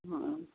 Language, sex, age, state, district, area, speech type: Odia, female, 60+, Odisha, Gajapati, rural, conversation